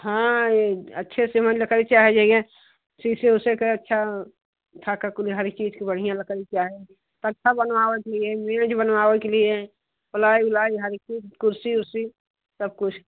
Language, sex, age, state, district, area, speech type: Hindi, female, 60+, Uttar Pradesh, Jaunpur, rural, conversation